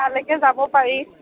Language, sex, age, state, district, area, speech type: Assamese, female, 18-30, Assam, Morigaon, rural, conversation